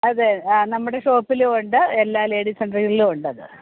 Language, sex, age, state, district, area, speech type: Malayalam, female, 45-60, Kerala, Pathanamthitta, rural, conversation